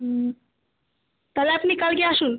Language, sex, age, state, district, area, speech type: Bengali, female, 18-30, West Bengal, Malda, urban, conversation